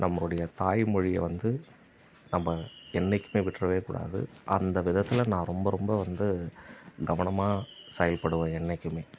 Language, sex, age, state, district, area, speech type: Tamil, male, 30-45, Tamil Nadu, Tiruvannamalai, rural, spontaneous